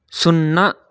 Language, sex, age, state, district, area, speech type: Telugu, male, 18-30, Telangana, Hyderabad, urban, read